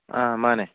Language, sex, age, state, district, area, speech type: Manipuri, male, 45-60, Manipur, Churachandpur, rural, conversation